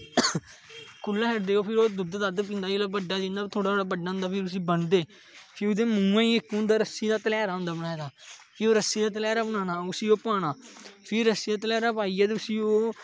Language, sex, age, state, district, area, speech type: Dogri, male, 18-30, Jammu and Kashmir, Kathua, rural, spontaneous